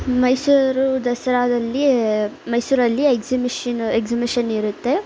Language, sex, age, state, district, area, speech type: Kannada, female, 18-30, Karnataka, Mysore, urban, spontaneous